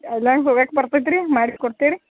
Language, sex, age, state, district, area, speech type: Kannada, female, 60+, Karnataka, Belgaum, rural, conversation